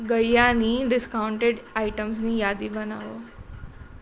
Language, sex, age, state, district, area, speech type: Gujarati, female, 18-30, Gujarat, Surat, urban, read